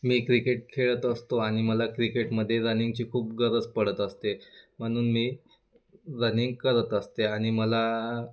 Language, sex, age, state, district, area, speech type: Marathi, male, 30-45, Maharashtra, Wardha, rural, spontaneous